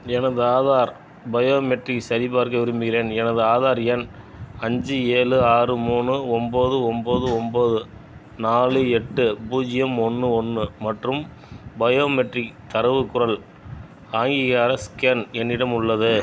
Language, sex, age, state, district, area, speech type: Tamil, male, 45-60, Tamil Nadu, Madurai, rural, read